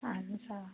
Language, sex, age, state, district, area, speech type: Kashmiri, female, 18-30, Jammu and Kashmir, Budgam, rural, conversation